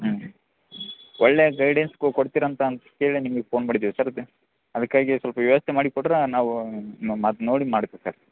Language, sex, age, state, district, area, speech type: Kannada, male, 18-30, Karnataka, Bellary, rural, conversation